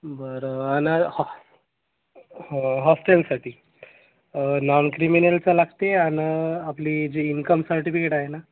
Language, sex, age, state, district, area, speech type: Marathi, male, 18-30, Maharashtra, Gadchiroli, rural, conversation